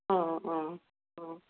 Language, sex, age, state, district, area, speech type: Assamese, female, 45-60, Assam, Morigaon, rural, conversation